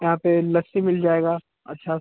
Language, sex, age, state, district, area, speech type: Hindi, male, 18-30, Bihar, Vaishali, rural, conversation